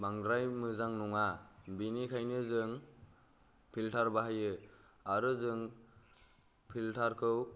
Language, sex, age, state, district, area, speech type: Bodo, male, 18-30, Assam, Kokrajhar, rural, spontaneous